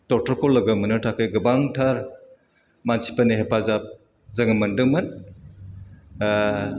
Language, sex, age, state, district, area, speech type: Bodo, male, 60+, Assam, Chirang, urban, spontaneous